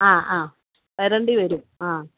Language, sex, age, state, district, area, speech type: Malayalam, female, 45-60, Kerala, Kottayam, rural, conversation